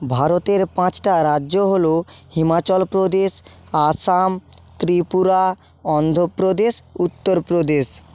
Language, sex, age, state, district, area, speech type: Bengali, male, 30-45, West Bengal, Purba Medinipur, rural, spontaneous